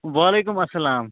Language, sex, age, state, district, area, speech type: Kashmiri, male, 45-60, Jammu and Kashmir, Baramulla, rural, conversation